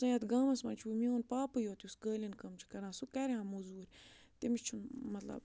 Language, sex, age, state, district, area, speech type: Kashmiri, female, 45-60, Jammu and Kashmir, Budgam, rural, spontaneous